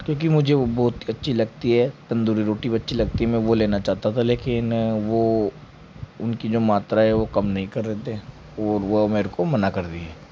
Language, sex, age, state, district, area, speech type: Hindi, male, 18-30, Rajasthan, Jaipur, urban, spontaneous